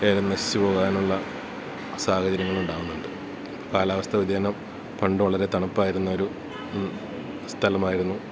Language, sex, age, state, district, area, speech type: Malayalam, male, 30-45, Kerala, Idukki, rural, spontaneous